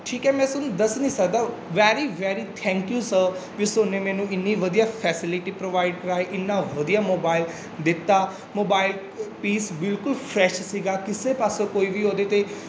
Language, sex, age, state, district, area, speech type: Punjabi, male, 18-30, Punjab, Mansa, rural, spontaneous